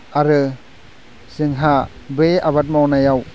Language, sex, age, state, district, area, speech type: Bodo, male, 18-30, Assam, Udalguri, rural, spontaneous